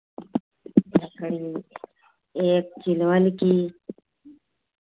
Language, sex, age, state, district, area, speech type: Hindi, female, 60+, Uttar Pradesh, Hardoi, rural, conversation